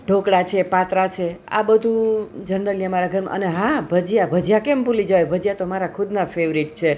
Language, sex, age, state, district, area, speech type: Gujarati, female, 45-60, Gujarat, Junagadh, urban, spontaneous